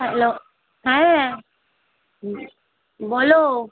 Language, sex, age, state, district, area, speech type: Bengali, female, 18-30, West Bengal, Kolkata, urban, conversation